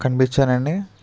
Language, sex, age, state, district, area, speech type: Telugu, male, 30-45, Andhra Pradesh, Eluru, rural, spontaneous